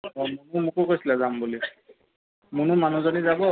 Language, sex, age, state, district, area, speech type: Assamese, male, 30-45, Assam, Lakhimpur, rural, conversation